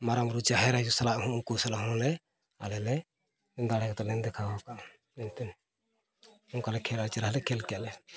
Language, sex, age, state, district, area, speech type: Santali, male, 45-60, Odisha, Mayurbhanj, rural, spontaneous